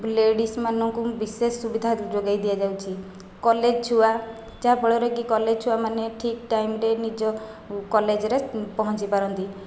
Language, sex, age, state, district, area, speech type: Odia, female, 30-45, Odisha, Khordha, rural, spontaneous